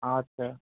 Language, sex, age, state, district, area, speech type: Bengali, male, 18-30, West Bengal, North 24 Parganas, urban, conversation